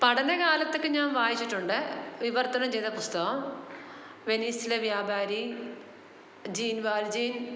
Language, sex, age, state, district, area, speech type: Malayalam, female, 45-60, Kerala, Alappuzha, rural, spontaneous